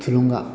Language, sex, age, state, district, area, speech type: Bodo, male, 18-30, Assam, Udalguri, rural, spontaneous